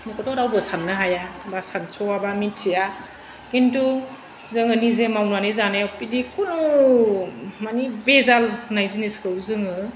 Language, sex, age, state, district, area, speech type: Bodo, female, 30-45, Assam, Chirang, urban, spontaneous